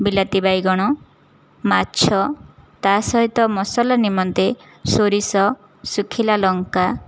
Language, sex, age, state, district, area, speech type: Odia, female, 18-30, Odisha, Jajpur, rural, spontaneous